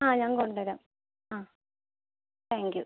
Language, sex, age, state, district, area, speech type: Malayalam, female, 18-30, Kerala, Ernakulam, rural, conversation